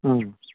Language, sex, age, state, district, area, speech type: Kannada, male, 30-45, Karnataka, Bangalore Urban, urban, conversation